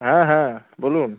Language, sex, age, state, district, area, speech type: Bengali, male, 30-45, West Bengal, Birbhum, urban, conversation